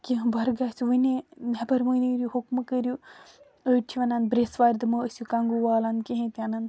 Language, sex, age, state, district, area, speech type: Kashmiri, female, 30-45, Jammu and Kashmir, Baramulla, urban, spontaneous